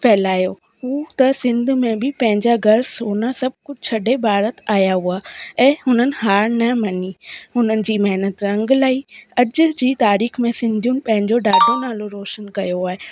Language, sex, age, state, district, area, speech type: Sindhi, female, 18-30, Rajasthan, Ajmer, urban, spontaneous